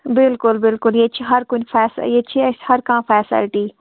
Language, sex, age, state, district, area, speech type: Kashmiri, female, 30-45, Jammu and Kashmir, Kulgam, rural, conversation